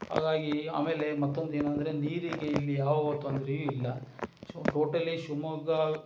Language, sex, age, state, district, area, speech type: Kannada, male, 60+, Karnataka, Shimoga, rural, spontaneous